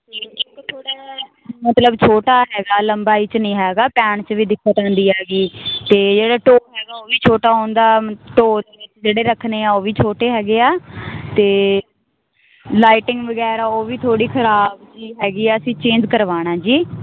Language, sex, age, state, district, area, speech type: Punjabi, female, 18-30, Punjab, Muktsar, urban, conversation